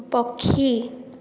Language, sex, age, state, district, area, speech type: Odia, female, 30-45, Odisha, Puri, urban, read